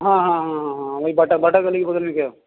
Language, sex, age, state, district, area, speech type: Hindi, male, 18-30, Uttar Pradesh, Bhadohi, rural, conversation